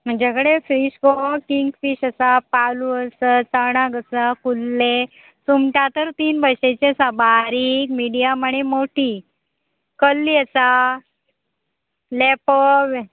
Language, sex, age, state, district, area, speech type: Goan Konkani, female, 45-60, Goa, Murmgao, rural, conversation